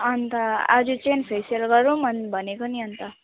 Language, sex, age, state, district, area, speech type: Nepali, female, 18-30, West Bengal, Alipurduar, urban, conversation